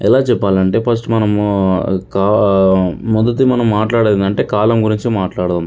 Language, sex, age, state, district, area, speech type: Telugu, male, 30-45, Telangana, Sangareddy, urban, spontaneous